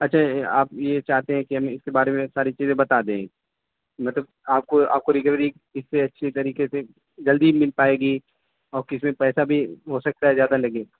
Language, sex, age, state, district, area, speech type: Urdu, male, 30-45, Uttar Pradesh, Azamgarh, rural, conversation